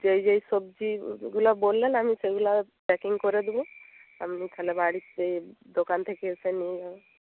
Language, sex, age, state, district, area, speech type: Bengali, female, 45-60, West Bengal, Bankura, rural, conversation